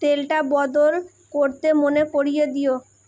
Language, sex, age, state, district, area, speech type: Bengali, female, 18-30, West Bengal, Purba Bardhaman, urban, read